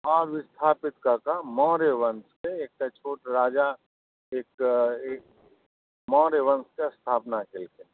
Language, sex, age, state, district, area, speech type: Maithili, male, 45-60, Bihar, Darbhanga, urban, conversation